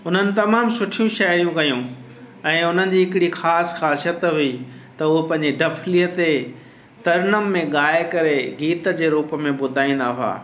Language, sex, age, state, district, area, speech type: Sindhi, male, 45-60, Gujarat, Kutch, urban, spontaneous